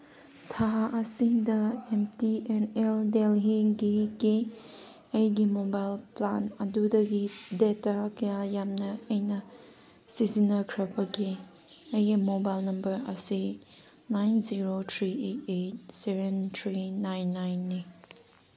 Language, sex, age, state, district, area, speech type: Manipuri, female, 18-30, Manipur, Kangpokpi, urban, read